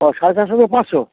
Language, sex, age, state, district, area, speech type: Bengali, male, 60+, West Bengal, Howrah, urban, conversation